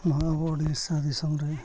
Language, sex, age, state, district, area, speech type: Santali, male, 45-60, Odisha, Mayurbhanj, rural, spontaneous